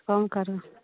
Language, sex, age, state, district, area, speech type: Maithili, female, 45-60, Bihar, Araria, rural, conversation